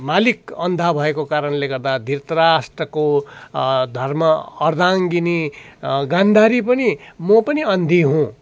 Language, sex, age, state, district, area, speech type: Nepali, male, 45-60, West Bengal, Darjeeling, rural, spontaneous